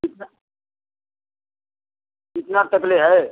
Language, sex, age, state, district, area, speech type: Hindi, male, 60+, Uttar Pradesh, Mau, urban, conversation